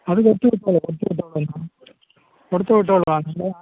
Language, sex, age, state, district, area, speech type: Malayalam, male, 60+, Kerala, Alappuzha, rural, conversation